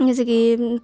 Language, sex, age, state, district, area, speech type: Urdu, female, 18-30, Bihar, Khagaria, rural, spontaneous